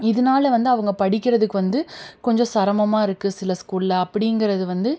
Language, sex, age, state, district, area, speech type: Tamil, female, 18-30, Tamil Nadu, Tiruppur, urban, spontaneous